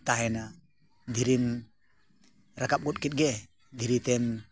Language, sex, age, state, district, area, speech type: Santali, male, 45-60, Jharkhand, Bokaro, rural, spontaneous